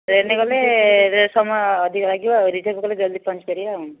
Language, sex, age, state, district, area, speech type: Odia, female, 60+, Odisha, Jharsuguda, rural, conversation